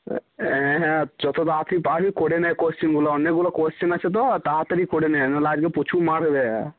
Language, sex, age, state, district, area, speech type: Bengali, male, 18-30, West Bengal, Cooch Behar, rural, conversation